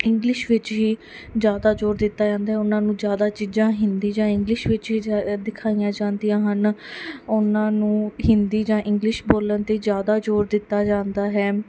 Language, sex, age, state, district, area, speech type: Punjabi, female, 18-30, Punjab, Mansa, urban, spontaneous